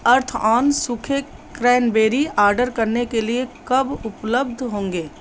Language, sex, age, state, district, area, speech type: Hindi, female, 30-45, Uttar Pradesh, Chandauli, rural, read